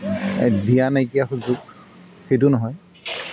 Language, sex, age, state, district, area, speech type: Assamese, male, 45-60, Assam, Goalpara, urban, spontaneous